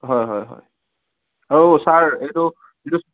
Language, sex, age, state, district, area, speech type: Assamese, male, 18-30, Assam, Biswanath, rural, conversation